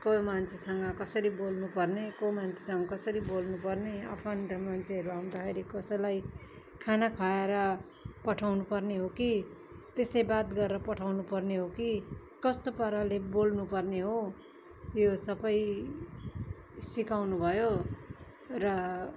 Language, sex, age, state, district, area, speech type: Nepali, female, 45-60, West Bengal, Darjeeling, rural, spontaneous